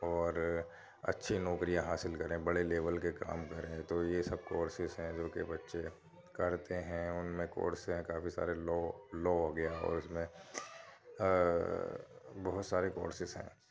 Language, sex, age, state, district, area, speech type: Urdu, male, 30-45, Delhi, Central Delhi, urban, spontaneous